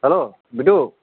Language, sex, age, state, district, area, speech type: Assamese, male, 30-45, Assam, Golaghat, urban, conversation